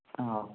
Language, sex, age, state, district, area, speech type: Malayalam, male, 18-30, Kerala, Wayanad, rural, conversation